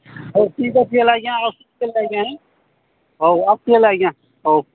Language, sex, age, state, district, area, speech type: Odia, male, 45-60, Odisha, Nabarangpur, rural, conversation